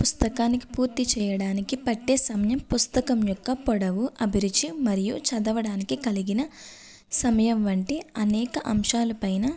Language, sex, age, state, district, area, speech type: Telugu, female, 30-45, Andhra Pradesh, West Godavari, rural, spontaneous